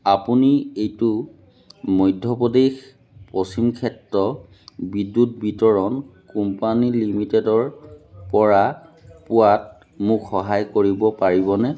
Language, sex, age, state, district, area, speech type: Assamese, male, 30-45, Assam, Majuli, urban, read